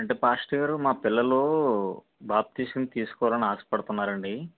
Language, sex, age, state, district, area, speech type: Telugu, male, 45-60, Andhra Pradesh, East Godavari, rural, conversation